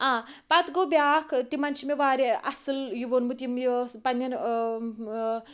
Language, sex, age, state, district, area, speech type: Kashmiri, female, 30-45, Jammu and Kashmir, Pulwama, rural, spontaneous